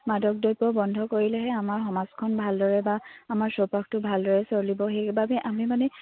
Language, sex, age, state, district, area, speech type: Assamese, female, 18-30, Assam, Dibrugarh, rural, conversation